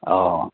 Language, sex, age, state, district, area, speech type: Manipuri, male, 60+, Manipur, Churachandpur, urban, conversation